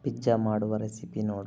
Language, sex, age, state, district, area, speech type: Kannada, male, 30-45, Karnataka, Chikkaballapur, rural, read